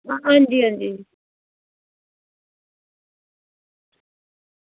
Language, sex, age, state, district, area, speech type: Dogri, female, 45-60, Jammu and Kashmir, Samba, rural, conversation